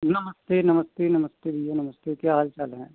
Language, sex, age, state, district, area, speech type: Hindi, male, 60+, Uttar Pradesh, Sitapur, rural, conversation